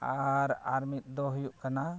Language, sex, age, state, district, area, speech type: Santali, male, 30-45, Jharkhand, East Singhbhum, rural, spontaneous